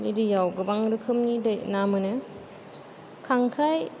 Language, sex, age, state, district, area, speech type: Bodo, female, 30-45, Assam, Chirang, urban, spontaneous